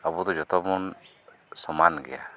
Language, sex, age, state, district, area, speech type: Santali, male, 45-60, West Bengal, Birbhum, rural, spontaneous